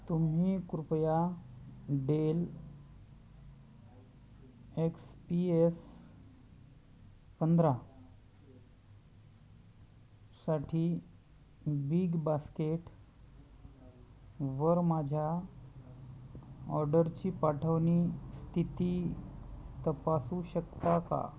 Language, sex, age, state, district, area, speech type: Marathi, male, 30-45, Maharashtra, Hingoli, urban, read